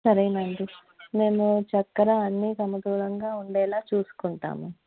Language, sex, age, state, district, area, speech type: Telugu, female, 30-45, Andhra Pradesh, Anantapur, urban, conversation